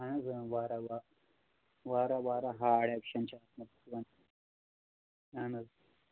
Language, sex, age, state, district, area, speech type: Kashmiri, male, 18-30, Jammu and Kashmir, Anantnag, rural, conversation